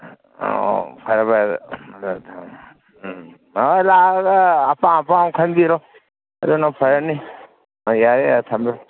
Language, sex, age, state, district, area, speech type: Manipuri, male, 60+, Manipur, Kangpokpi, urban, conversation